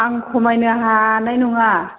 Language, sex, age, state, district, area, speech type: Bodo, female, 45-60, Assam, Chirang, rural, conversation